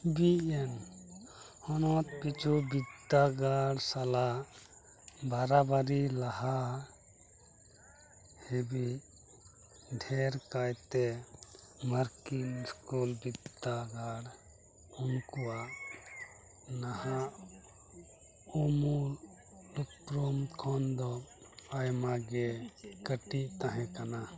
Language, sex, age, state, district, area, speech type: Santali, male, 30-45, West Bengal, Dakshin Dinajpur, rural, read